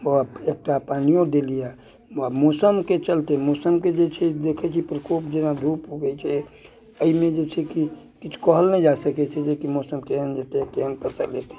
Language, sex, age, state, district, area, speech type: Maithili, male, 60+, Bihar, Muzaffarpur, urban, spontaneous